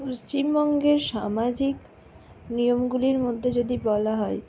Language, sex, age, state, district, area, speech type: Bengali, female, 60+, West Bengal, Purulia, urban, spontaneous